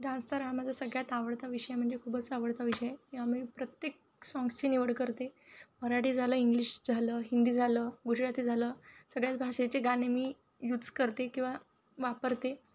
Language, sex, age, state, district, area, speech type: Marathi, female, 18-30, Maharashtra, Wardha, rural, spontaneous